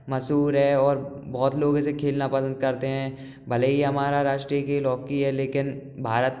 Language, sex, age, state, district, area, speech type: Hindi, male, 18-30, Madhya Pradesh, Gwalior, urban, spontaneous